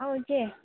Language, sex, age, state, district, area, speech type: Manipuri, female, 18-30, Manipur, Kangpokpi, urban, conversation